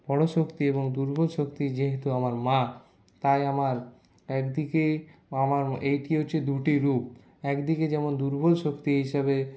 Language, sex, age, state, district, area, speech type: Bengali, male, 60+, West Bengal, Paschim Bardhaman, urban, spontaneous